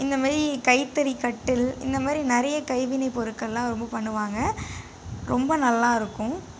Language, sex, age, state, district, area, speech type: Tamil, female, 18-30, Tamil Nadu, Nagapattinam, rural, spontaneous